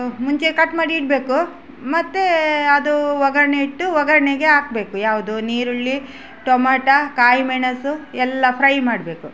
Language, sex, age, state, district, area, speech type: Kannada, female, 45-60, Karnataka, Udupi, rural, spontaneous